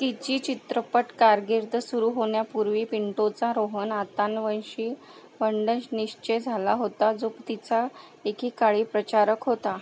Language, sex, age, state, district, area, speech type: Marathi, female, 45-60, Maharashtra, Akola, rural, read